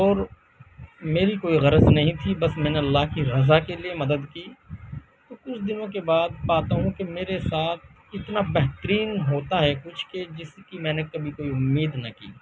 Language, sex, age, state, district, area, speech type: Urdu, male, 18-30, Delhi, Central Delhi, urban, spontaneous